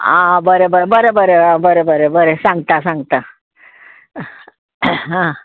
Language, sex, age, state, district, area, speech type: Goan Konkani, female, 45-60, Goa, Murmgao, rural, conversation